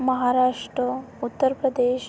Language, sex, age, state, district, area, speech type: Marathi, female, 18-30, Maharashtra, Amravati, rural, spontaneous